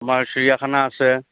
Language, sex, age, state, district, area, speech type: Assamese, male, 30-45, Assam, Dhemaji, rural, conversation